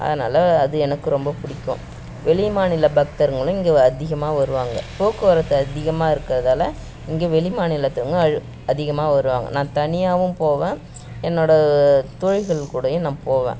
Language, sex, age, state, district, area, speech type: Tamil, female, 60+, Tamil Nadu, Kallakurichi, rural, spontaneous